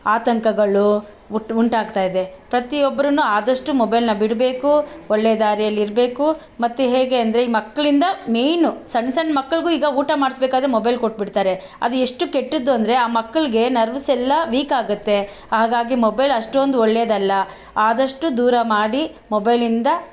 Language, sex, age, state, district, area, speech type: Kannada, female, 45-60, Karnataka, Bangalore Rural, rural, spontaneous